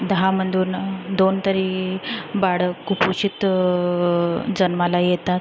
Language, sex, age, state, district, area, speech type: Marathi, female, 30-45, Maharashtra, Nagpur, urban, spontaneous